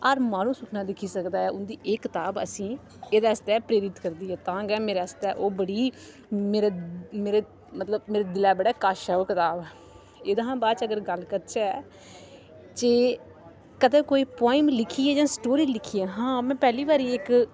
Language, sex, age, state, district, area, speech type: Dogri, female, 30-45, Jammu and Kashmir, Udhampur, urban, spontaneous